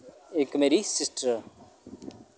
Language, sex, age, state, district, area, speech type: Dogri, male, 30-45, Jammu and Kashmir, Udhampur, rural, spontaneous